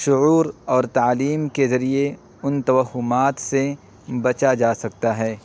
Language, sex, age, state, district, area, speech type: Urdu, male, 30-45, Uttar Pradesh, Muzaffarnagar, urban, spontaneous